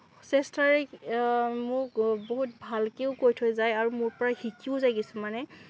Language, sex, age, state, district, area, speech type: Assamese, female, 30-45, Assam, Nagaon, rural, spontaneous